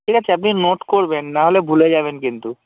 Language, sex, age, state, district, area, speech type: Bengali, male, 45-60, West Bengal, North 24 Parganas, rural, conversation